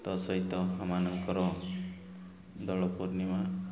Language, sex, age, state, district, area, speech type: Odia, male, 30-45, Odisha, Koraput, urban, spontaneous